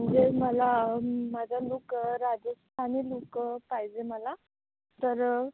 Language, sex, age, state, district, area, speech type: Marathi, female, 18-30, Maharashtra, Nagpur, urban, conversation